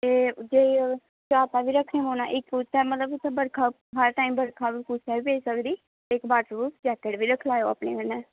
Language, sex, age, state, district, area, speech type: Dogri, female, 18-30, Jammu and Kashmir, Kathua, rural, conversation